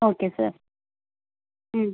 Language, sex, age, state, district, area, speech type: Tamil, female, 30-45, Tamil Nadu, Pudukkottai, urban, conversation